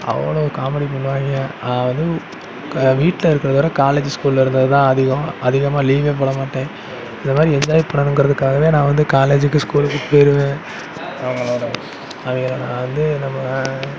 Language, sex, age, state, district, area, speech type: Tamil, male, 30-45, Tamil Nadu, Sivaganga, rural, spontaneous